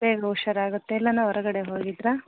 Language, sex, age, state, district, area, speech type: Kannada, female, 30-45, Karnataka, Chitradurga, rural, conversation